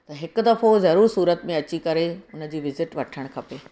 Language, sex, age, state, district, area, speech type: Sindhi, female, 45-60, Gujarat, Surat, urban, spontaneous